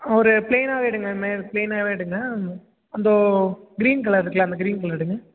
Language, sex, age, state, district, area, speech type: Tamil, male, 18-30, Tamil Nadu, Tiruvarur, rural, conversation